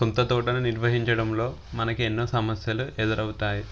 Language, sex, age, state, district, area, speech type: Telugu, male, 18-30, Telangana, Sangareddy, rural, spontaneous